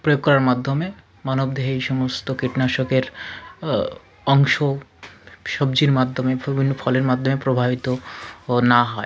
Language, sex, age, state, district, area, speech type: Bengali, male, 45-60, West Bengal, South 24 Parganas, rural, spontaneous